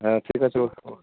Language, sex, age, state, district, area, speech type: Bengali, male, 30-45, West Bengal, Kolkata, urban, conversation